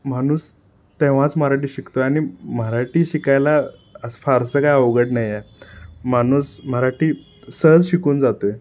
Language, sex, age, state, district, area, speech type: Marathi, male, 18-30, Maharashtra, Sangli, urban, spontaneous